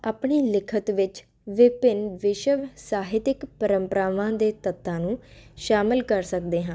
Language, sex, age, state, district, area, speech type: Punjabi, female, 18-30, Punjab, Ludhiana, urban, spontaneous